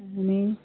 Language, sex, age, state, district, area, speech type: Goan Konkani, female, 18-30, Goa, Ponda, rural, conversation